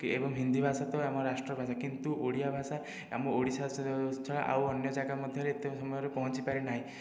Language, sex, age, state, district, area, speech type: Odia, male, 18-30, Odisha, Khordha, rural, spontaneous